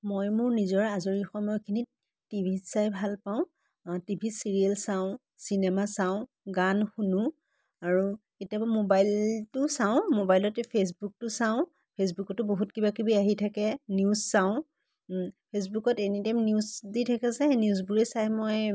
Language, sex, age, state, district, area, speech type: Assamese, female, 30-45, Assam, Biswanath, rural, spontaneous